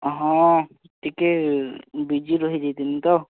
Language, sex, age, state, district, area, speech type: Odia, male, 45-60, Odisha, Nuapada, urban, conversation